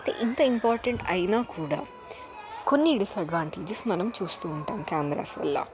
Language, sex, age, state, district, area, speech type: Telugu, female, 18-30, Telangana, Hyderabad, urban, spontaneous